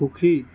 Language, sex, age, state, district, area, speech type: Assamese, male, 30-45, Assam, Tinsukia, rural, read